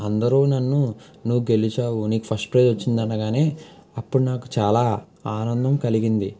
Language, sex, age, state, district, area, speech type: Telugu, male, 18-30, Andhra Pradesh, Guntur, urban, spontaneous